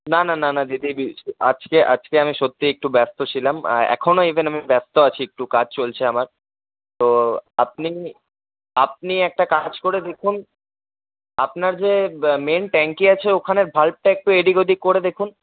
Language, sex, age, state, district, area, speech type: Bengali, male, 30-45, West Bengal, Paschim Bardhaman, rural, conversation